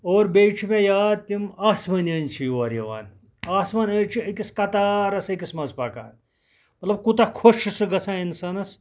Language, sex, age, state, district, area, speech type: Kashmiri, male, 60+, Jammu and Kashmir, Ganderbal, rural, spontaneous